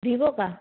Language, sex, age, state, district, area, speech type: Hindi, female, 30-45, Bihar, Begusarai, rural, conversation